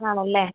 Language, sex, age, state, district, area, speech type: Malayalam, female, 18-30, Kerala, Thrissur, urban, conversation